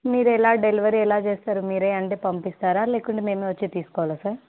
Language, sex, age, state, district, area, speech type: Telugu, female, 18-30, Andhra Pradesh, Nandyal, rural, conversation